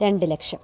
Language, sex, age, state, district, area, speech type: Malayalam, female, 18-30, Kerala, Kollam, rural, spontaneous